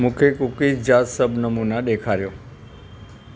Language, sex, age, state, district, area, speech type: Sindhi, male, 60+, Maharashtra, Thane, urban, read